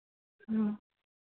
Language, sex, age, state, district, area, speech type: Hindi, female, 30-45, Uttar Pradesh, Lucknow, rural, conversation